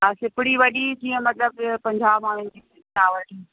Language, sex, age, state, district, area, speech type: Sindhi, female, 45-60, Uttar Pradesh, Lucknow, urban, conversation